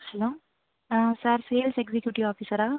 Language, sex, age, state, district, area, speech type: Tamil, female, 18-30, Tamil Nadu, Pudukkottai, rural, conversation